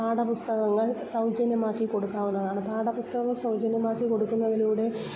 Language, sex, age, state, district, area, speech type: Malayalam, female, 45-60, Kerala, Kollam, rural, spontaneous